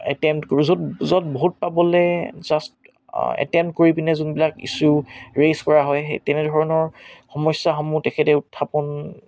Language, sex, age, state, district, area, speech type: Assamese, male, 18-30, Assam, Tinsukia, rural, spontaneous